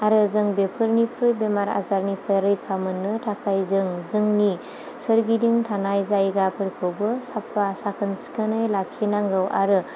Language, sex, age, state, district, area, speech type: Bodo, female, 30-45, Assam, Chirang, urban, spontaneous